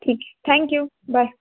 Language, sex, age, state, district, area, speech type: Marathi, female, 18-30, Maharashtra, Pune, urban, conversation